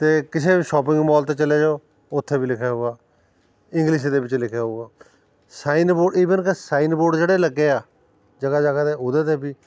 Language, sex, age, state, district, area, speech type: Punjabi, male, 45-60, Punjab, Fatehgarh Sahib, rural, spontaneous